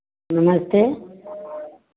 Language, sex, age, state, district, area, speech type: Hindi, female, 60+, Uttar Pradesh, Varanasi, rural, conversation